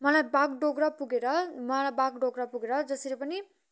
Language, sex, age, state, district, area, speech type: Nepali, female, 18-30, West Bengal, Kalimpong, rural, spontaneous